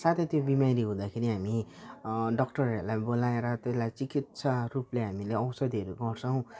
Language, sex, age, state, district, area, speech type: Nepali, male, 18-30, West Bengal, Jalpaiguri, rural, spontaneous